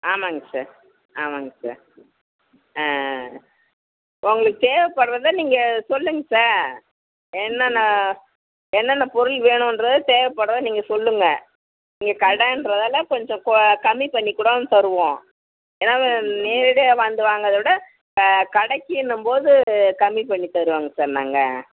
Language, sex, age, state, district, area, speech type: Tamil, female, 60+, Tamil Nadu, Kallakurichi, rural, conversation